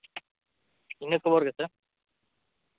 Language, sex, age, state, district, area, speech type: Santali, male, 18-30, Jharkhand, East Singhbhum, rural, conversation